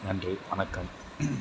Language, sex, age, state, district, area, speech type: Tamil, male, 60+, Tamil Nadu, Tiruvarur, rural, spontaneous